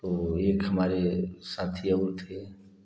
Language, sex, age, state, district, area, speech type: Hindi, male, 45-60, Uttar Pradesh, Prayagraj, rural, spontaneous